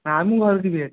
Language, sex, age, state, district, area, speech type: Odia, male, 18-30, Odisha, Khordha, rural, conversation